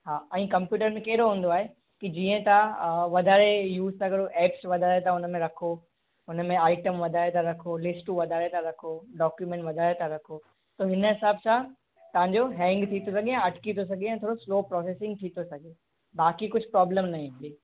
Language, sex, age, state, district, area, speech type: Sindhi, male, 18-30, Gujarat, Kutch, rural, conversation